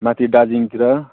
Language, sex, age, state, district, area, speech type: Nepali, male, 30-45, West Bengal, Jalpaiguri, urban, conversation